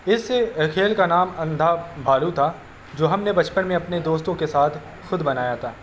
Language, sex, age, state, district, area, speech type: Urdu, male, 18-30, Uttar Pradesh, Azamgarh, urban, spontaneous